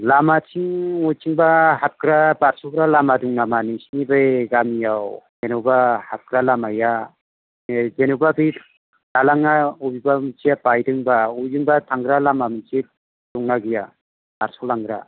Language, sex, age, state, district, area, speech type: Bodo, male, 30-45, Assam, Chirang, rural, conversation